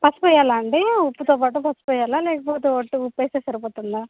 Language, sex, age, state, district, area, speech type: Telugu, female, 30-45, Andhra Pradesh, Annamaya, urban, conversation